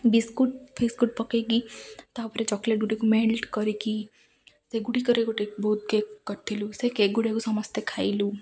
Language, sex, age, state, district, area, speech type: Odia, female, 18-30, Odisha, Ganjam, urban, spontaneous